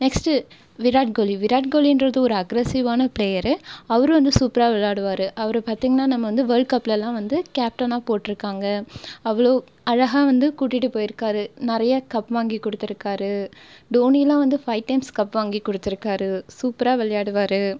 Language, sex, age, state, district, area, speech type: Tamil, female, 18-30, Tamil Nadu, Cuddalore, urban, spontaneous